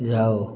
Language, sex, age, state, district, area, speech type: Odia, male, 30-45, Odisha, Ganjam, urban, read